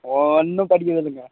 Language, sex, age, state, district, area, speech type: Tamil, male, 18-30, Tamil Nadu, Dharmapuri, urban, conversation